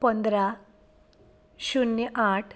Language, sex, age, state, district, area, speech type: Goan Konkani, female, 30-45, Goa, Canacona, rural, spontaneous